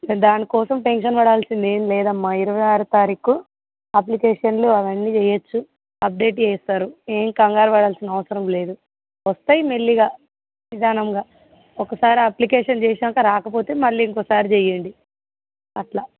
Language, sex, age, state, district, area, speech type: Telugu, female, 30-45, Telangana, Ranga Reddy, urban, conversation